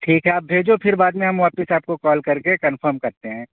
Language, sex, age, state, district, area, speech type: Urdu, male, 30-45, Uttar Pradesh, Balrampur, rural, conversation